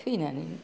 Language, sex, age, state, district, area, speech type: Bodo, female, 60+, Assam, Kokrajhar, rural, spontaneous